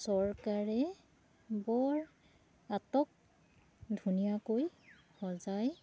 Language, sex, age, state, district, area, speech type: Assamese, female, 45-60, Assam, Charaideo, urban, spontaneous